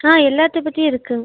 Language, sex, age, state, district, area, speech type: Tamil, male, 18-30, Tamil Nadu, Tiruchirappalli, rural, conversation